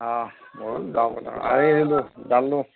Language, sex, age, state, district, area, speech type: Assamese, male, 60+, Assam, Darrang, rural, conversation